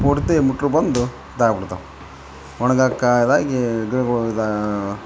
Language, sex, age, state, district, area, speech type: Kannada, male, 30-45, Karnataka, Vijayanagara, rural, spontaneous